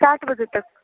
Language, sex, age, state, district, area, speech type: Urdu, female, 18-30, Delhi, East Delhi, urban, conversation